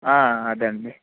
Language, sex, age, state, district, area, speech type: Telugu, male, 18-30, Andhra Pradesh, Konaseema, rural, conversation